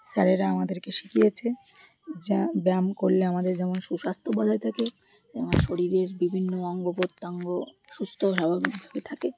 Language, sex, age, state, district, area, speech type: Bengali, female, 30-45, West Bengal, Birbhum, urban, spontaneous